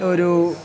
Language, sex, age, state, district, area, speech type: Malayalam, male, 18-30, Kerala, Kozhikode, rural, spontaneous